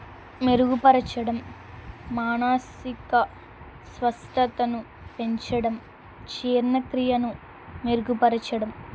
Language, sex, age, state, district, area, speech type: Telugu, female, 18-30, Andhra Pradesh, Eluru, rural, spontaneous